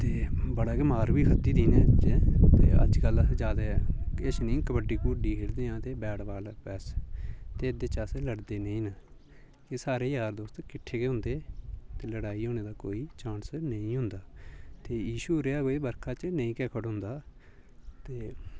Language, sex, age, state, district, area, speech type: Dogri, male, 30-45, Jammu and Kashmir, Udhampur, rural, spontaneous